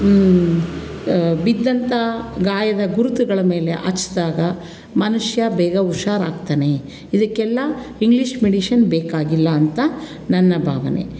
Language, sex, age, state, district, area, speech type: Kannada, female, 45-60, Karnataka, Mandya, rural, spontaneous